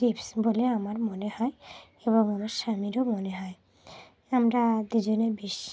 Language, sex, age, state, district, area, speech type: Bengali, female, 30-45, West Bengal, Dakshin Dinajpur, urban, spontaneous